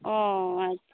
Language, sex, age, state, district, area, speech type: Santali, female, 18-30, West Bengal, Purulia, rural, conversation